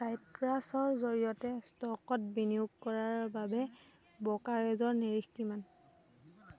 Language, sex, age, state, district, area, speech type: Assamese, female, 18-30, Assam, Dhemaji, rural, read